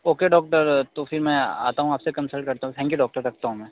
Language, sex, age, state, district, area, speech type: Hindi, male, 45-60, Uttar Pradesh, Sonbhadra, rural, conversation